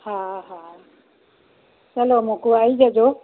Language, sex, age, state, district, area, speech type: Gujarati, female, 60+, Gujarat, Kheda, rural, conversation